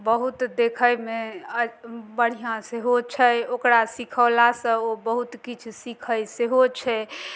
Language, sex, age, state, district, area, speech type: Maithili, female, 30-45, Bihar, Madhubani, rural, spontaneous